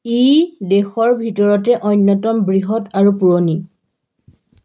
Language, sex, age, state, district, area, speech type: Assamese, female, 30-45, Assam, Golaghat, rural, read